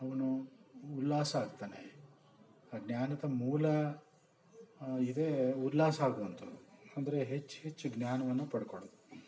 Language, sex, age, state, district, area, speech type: Kannada, male, 60+, Karnataka, Bangalore Urban, rural, spontaneous